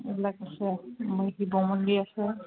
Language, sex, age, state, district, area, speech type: Assamese, female, 45-60, Assam, Dibrugarh, urban, conversation